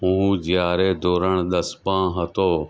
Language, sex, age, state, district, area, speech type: Gujarati, male, 45-60, Gujarat, Anand, rural, spontaneous